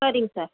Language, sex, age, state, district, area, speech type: Tamil, female, 45-60, Tamil Nadu, Vellore, rural, conversation